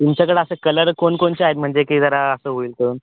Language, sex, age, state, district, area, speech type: Marathi, male, 18-30, Maharashtra, Thane, urban, conversation